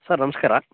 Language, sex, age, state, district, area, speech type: Kannada, male, 18-30, Karnataka, Chamarajanagar, rural, conversation